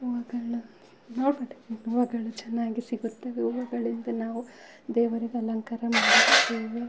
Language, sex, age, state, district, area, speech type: Kannada, female, 18-30, Karnataka, Bangalore Rural, rural, spontaneous